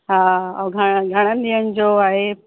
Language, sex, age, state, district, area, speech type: Sindhi, female, 45-60, Uttar Pradesh, Lucknow, urban, conversation